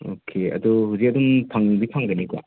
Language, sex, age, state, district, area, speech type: Manipuri, male, 45-60, Manipur, Imphal West, urban, conversation